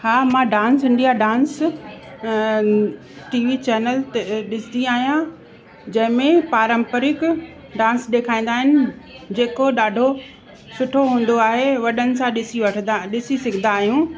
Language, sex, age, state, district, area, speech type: Sindhi, female, 45-60, Uttar Pradesh, Lucknow, urban, spontaneous